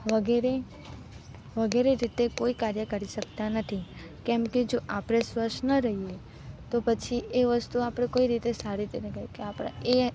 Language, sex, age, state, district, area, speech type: Gujarati, female, 18-30, Gujarat, Narmada, urban, spontaneous